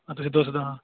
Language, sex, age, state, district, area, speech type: Punjabi, male, 18-30, Punjab, Bathinda, urban, conversation